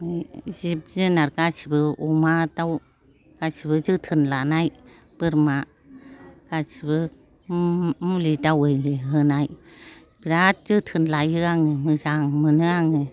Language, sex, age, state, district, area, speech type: Bodo, female, 60+, Assam, Chirang, rural, spontaneous